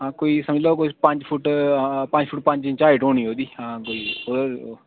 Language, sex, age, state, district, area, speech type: Dogri, male, 30-45, Jammu and Kashmir, Udhampur, rural, conversation